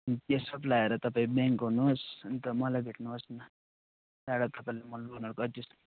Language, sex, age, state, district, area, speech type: Nepali, male, 18-30, West Bengal, Darjeeling, rural, conversation